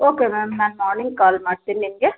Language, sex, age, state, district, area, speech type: Kannada, female, 30-45, Karnataka, Kolar, rural, conversation